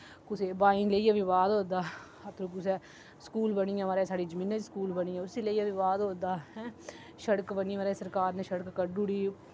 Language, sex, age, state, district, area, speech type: Dogri, female, 30-45, Jammu and Kashmir, Udhampur, urban, spontaneous